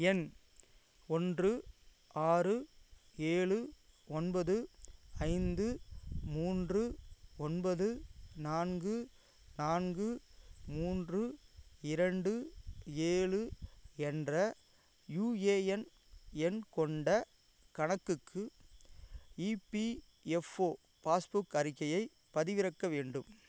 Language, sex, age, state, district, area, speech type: Tamil, male, 45-60, Tamil Nadu, Ariyalur, rural, read